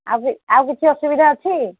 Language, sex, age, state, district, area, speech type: Odia, female, 45-60, Odisha, Angul, rural, conversation